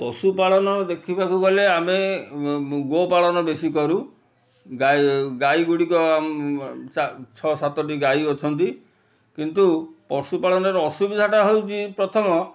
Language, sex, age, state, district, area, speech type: Odia, male, 45-60, Odisha, Kendrapara, urban, spontaneous